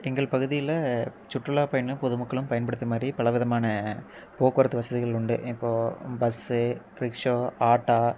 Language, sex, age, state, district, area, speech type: Tamil, male, 18-30, Tamil Nadu, Erode, rural, spontaneous